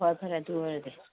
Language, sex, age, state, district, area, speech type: Manipuri, female, 60+, Manipur, Imphal East, rural, conversation